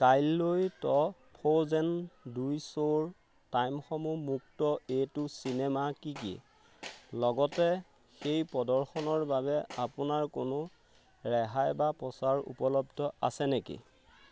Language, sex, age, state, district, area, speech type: Assamese, male, 30-45, Assam, Majuli, urban, read